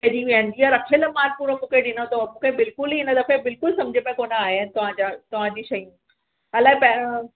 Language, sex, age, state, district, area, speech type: Sindhi, female, 30-45, Maharashtra, Mumbai Suburban, urban, conversation